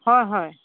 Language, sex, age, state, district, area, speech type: Assamese, female, 60+, Assam, Golaghat, rural, conversation